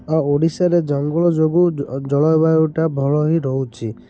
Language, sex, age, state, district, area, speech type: Odia, male, 30-45, Odisha, Malkangiri, urban, spontaneous